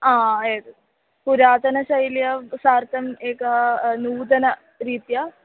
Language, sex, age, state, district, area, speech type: Sanskrit, female, 18-30, Kerala, Wayanad, rural, conversation